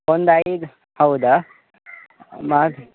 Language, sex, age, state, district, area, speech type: Kannada, male, 18-30, Karnataka, Dakshina Kannada, rural, conversation